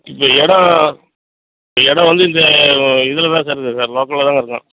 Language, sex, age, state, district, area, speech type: Tamil, male, 45-60, Tamil Nadu, Madurai, rural, conversation